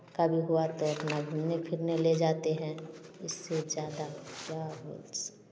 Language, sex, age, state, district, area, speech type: Hindi, female, 30-45, Bihar, Samastipur, rural, spontaneous